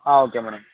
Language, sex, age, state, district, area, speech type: Telugu, male, 18-30, Andhra Pradesh, Anantapur, urban, conversation